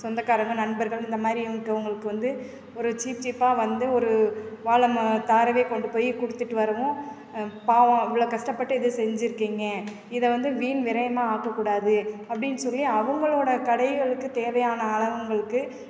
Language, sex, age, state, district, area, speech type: Tamil, female, 30-45, Tamil Nadu, Perambalur, rural, spontaneous